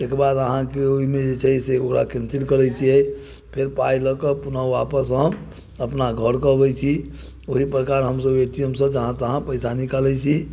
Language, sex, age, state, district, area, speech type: Maithili, male, 45-60, Bihar, Muzaffarpur, rural, spontaneous